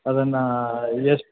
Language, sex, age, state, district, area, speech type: Kannada, male, 60+, Karnataka, Chamarajanagar, rural, conversation